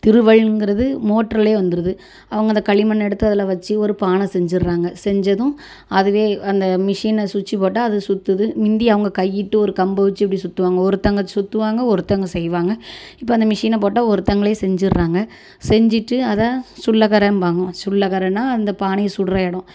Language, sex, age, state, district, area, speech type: Tamil, female, 30-45, Tamil Nadu, Thoothukudi, rural, spontaneous